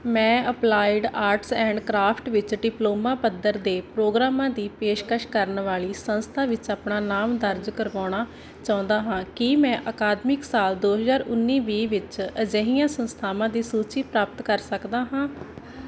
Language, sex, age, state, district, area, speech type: Punjabi, female, 18-30, Punjab, Barnala, rural, read